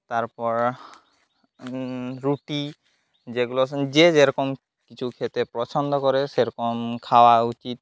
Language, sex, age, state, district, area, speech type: Bengali, male, 18-30, West Bengal, Jhargram, rural, spontaneous